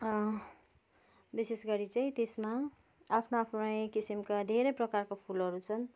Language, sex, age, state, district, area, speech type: Nepali, female, 30-45, West Bengal, Kalimpong, rural, spontaneous